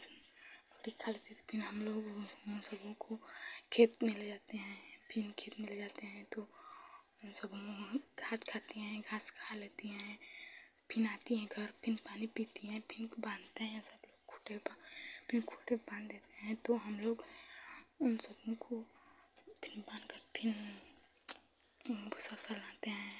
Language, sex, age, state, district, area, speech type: Hindi, female, 30-45, Uttar Pradesh, Chandauli, rural, spontaneous